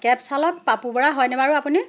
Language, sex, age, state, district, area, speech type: Assamese, female, 45-60, Assam, Jorhat, urban, spontaneous